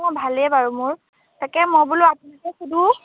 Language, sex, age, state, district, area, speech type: Assamese, female, 18-30, Assam, Biswanath, rural, conversation